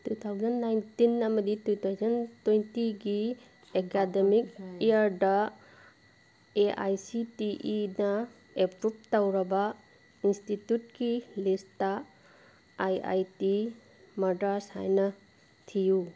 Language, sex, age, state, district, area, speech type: Manipuri, female, 45-60, Manipur, Kangpokpi, urban, read